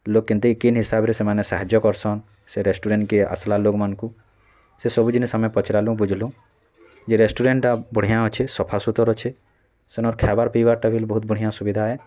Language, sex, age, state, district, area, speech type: Odia, male, 18-30, Odisha, Bargarh, rural, spontaneous